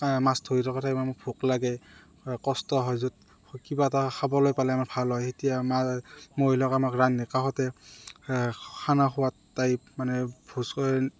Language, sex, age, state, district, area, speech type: Assamese, male, 30-45, Assam, Morigaon, rural, spontaneous